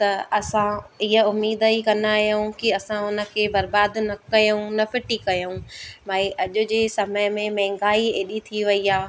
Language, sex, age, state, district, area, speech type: Sindhi, female, 30-45, Madhya Pradesh, Katni, urban, spontaneous